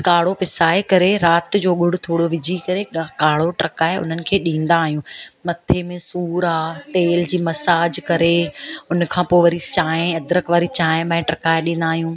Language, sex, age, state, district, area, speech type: Sindhi, female, 30-45, Gujarat, Surat, urban, spontaneous